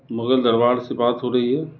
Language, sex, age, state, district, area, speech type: Urdu, male, 30-45, Delhi, South Delhi, urban, spontaneous